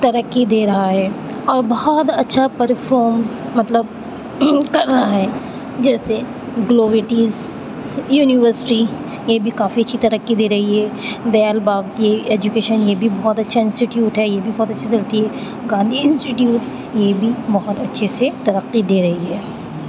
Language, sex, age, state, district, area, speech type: Urdu, female, 18-30, Uttar Pradesh, Aligarh, urban, spontaneous